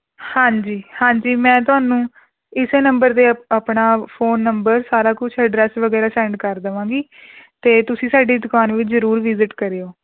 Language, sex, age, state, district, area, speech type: Punjabi, female, 18-30, Punjab, Rupnagar, rural, conversation